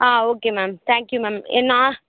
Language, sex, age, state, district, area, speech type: Tamil, female, 18-30, Tamil Nadu, Vellore, urban, conversation